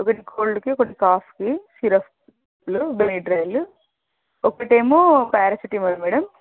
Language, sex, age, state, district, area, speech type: Telugu, female, 18-30, Telangana, Suryapet, urban, conversation